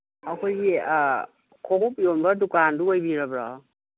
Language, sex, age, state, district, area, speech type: Manipuri, female, 60+, Manipur, Imphal West, urban, conversation